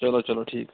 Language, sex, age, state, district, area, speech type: Kashmiri, male, 45-60, Jammu and Kashmir, Baramulla, rural, conversation